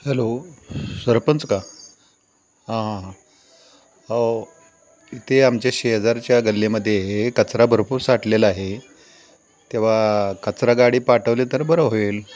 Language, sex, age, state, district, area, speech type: Marathi, male, 60+, Maharashtra, Satara, rural, spontaneous